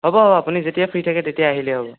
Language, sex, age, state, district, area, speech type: Assamese, male, 18-30, Assam, Sonitpur, rural, conversation